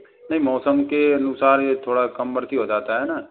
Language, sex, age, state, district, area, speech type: Hindi, male, 60+, Rajasthan, Karauli, rural, conversation